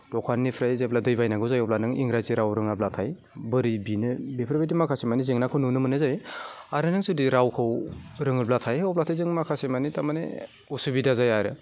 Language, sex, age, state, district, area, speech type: Bodo, male, 18-30, Assam, Baksa, urban, spontaneous